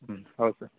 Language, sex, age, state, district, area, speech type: Kannada, male, 18-30, Karnataka, Uttara Kannada, rural, conversation